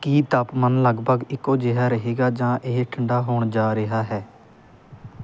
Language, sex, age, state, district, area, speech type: Punjabi, male, 18-30, Punjab, Muktsar, rural, read